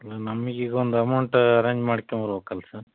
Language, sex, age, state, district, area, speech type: Kannada, male, 30-45, Karnataka, Chitradurga, rural, conversation